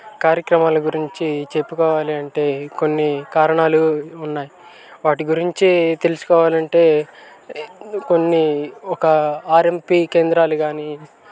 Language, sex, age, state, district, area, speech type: Telugu, male, 18-30, Andhra Pradesh, Guntur, urban, spontaneous